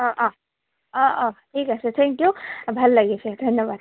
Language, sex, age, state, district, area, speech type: Assamese, female, 18-30, Assam, Goalpara, urban, conversation